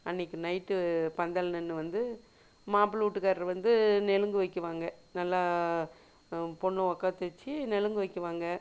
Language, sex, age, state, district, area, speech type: Tamil, female, 60+, Tamil Nadu, Dharmapuri, rural, spontaneous